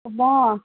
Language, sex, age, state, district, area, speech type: Nepali, female, 60+, Assam, Sonitpur, rural, conversation